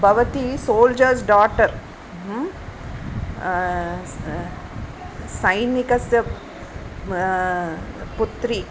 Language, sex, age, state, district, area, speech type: Sanskrit, female, 45-60, Tamil Nadu, Chennai, urban, spontaneous